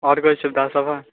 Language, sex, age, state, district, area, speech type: Maithili, male, 18-30, Bihar, Muzaffarpur, rural, conversation